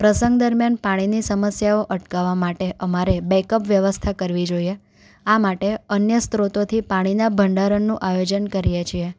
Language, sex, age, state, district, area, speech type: Gujarati, female, 18-30, Gujarat, Anand, urban, spontaneous